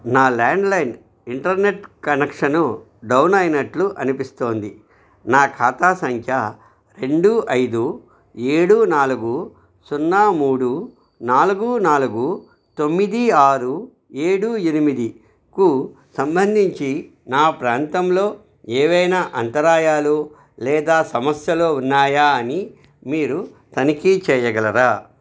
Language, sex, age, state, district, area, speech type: Telugu, male, 45-60, Andhra Pradesh, Krishna, rural, read